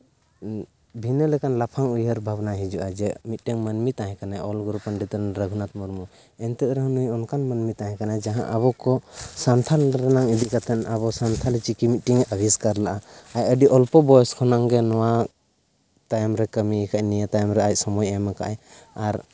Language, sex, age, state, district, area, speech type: Santali, male, 18-30, Jharkhand, East Singhbhum, rural, spontaneous